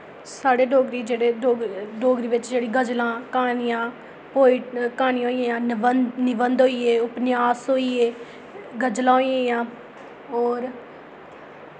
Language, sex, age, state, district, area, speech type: Dogri, female, 18-30, Jammu and Kashmir, Jammu, rural, spontaneous